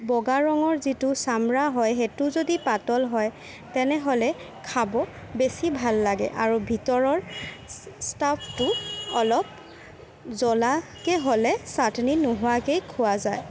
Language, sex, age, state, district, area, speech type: Assamese, female, 18-30, Assam, Kamrup Metropolitan, urban, spontaneous